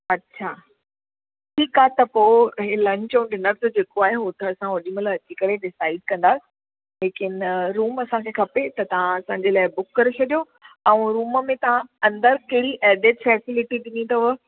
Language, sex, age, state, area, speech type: Sindhi, female, 30-45, Chhattisgarh, urban, conversation